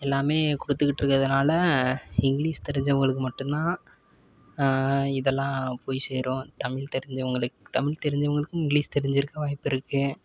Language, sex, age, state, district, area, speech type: Tamil, male, 18-30, Tamil Nadu, Tiruppur, rural, spontaneous